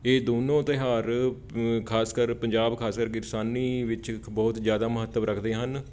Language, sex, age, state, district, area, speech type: Punjabi, male, 30-45, Punjab, Patiala, urban, spontaneous